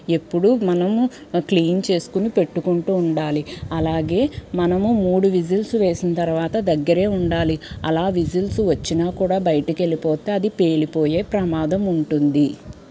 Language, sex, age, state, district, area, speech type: Telugu, female, 30-45, Andhra Pradesh, Guntur, urban, spontaneous